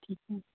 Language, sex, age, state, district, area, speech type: Punjabi, female, 30-45, Punjab, Rupnagar, urban, conversation